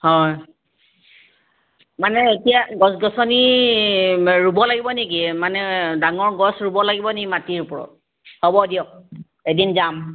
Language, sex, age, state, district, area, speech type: Assamese, female, 60+, Assam, Sivasagar, urban, conversation